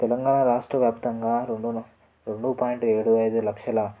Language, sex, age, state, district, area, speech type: Telugu, male, 18-30, Telangana, Nalgonda, rural, spontaneous